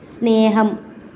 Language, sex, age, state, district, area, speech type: Malayalam, female, 18-30, Kerala, Kasaragod, rural, read